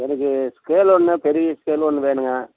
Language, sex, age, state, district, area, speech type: Tamil, male, 60+, Tamil Nadu, Namakkal, rural, conversation